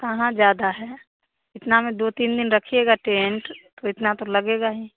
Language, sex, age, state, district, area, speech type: Hindi, female, 18-30, Bihar, Samastipur, urban, conversation